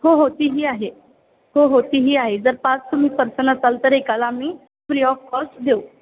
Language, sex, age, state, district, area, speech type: Marathi, female, 18-30, Maharashtra, Kolhapur, urban, conversation